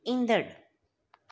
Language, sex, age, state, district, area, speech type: Sindhi, female, 30-45, Gujarat, Surat, urban, read